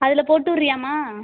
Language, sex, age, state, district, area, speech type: Tamil, female, 18-30, Tamil Nadu, Ariyalur, rural, conversation